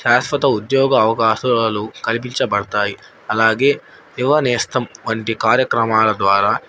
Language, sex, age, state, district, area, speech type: Telugu, male, 30-45, Andhra Pradesh, Nandyal, urban, spontaneous